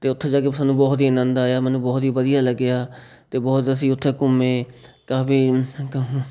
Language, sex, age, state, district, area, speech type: Punjabi, male, 30-45, Punjab, Shaheed Bhagat Singh Nagar, urban, spontaneous